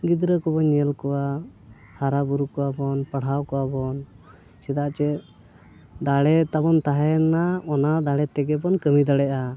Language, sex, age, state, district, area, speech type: Santali, male, 30-45, Jharkhand, Bokaro, rural, spontaneous